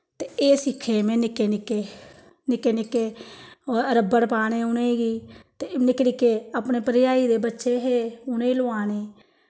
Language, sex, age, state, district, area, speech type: Dogri, female, 30-45, Jammu and Kashmir, Samba, rural, spontaneous